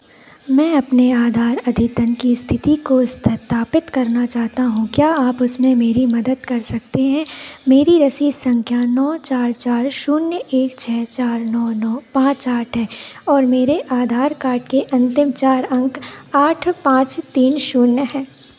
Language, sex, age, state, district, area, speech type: Hindi, female, 18-30, Madhya Pradesh, Narsinghpur, rural, read